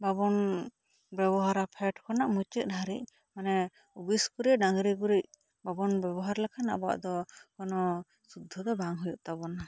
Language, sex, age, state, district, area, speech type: Santali, female, 45-60, West Bengal, Bankura, rural, spontaneous